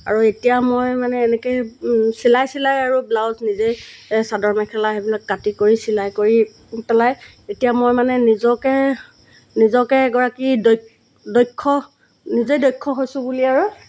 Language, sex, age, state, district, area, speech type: Assamese, female, 45-60, Assam, Golaghat, urban, spontaneous